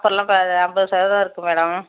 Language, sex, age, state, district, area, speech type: Tamil, female, 45-60, Tamil Nadu, Virudhunagar, rural, conversation